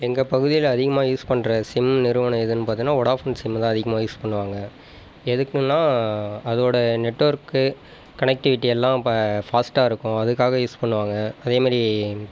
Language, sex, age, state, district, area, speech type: Tamil, male, 30-45, Tamil Nadu, Viluppuram, rural, spontaneous